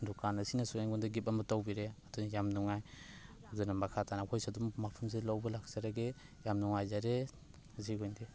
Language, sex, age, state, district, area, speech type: Manipuri, male, 30-45, Manipur, Thoubal, rural, spontaneous